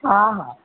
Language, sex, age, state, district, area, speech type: Sindhi, female, 45-60, Maharashtra, Thane, urban, conversation